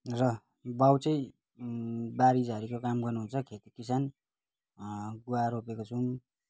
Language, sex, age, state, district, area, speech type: Nepali, male, 30-45, West Bengal, Kalimpong, rural, spontaneous